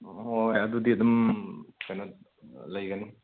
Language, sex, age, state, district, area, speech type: Manipuri, male, 30-45, Manipur, Kangpokpi, urban, conversation